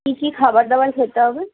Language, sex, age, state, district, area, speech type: Bengali, female, 18-30, West Bengal, Darjeeling, rural, conversation